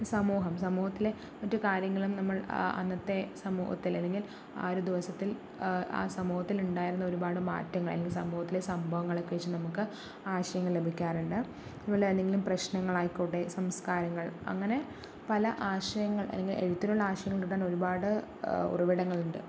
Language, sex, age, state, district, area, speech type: Malayalam, female, 45-60, Kerala, Palakkad, rural, spontaneous